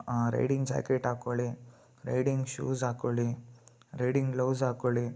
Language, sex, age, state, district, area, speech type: Kannada, male, 18-30, Karnataka, Mysore, urban, spontaneous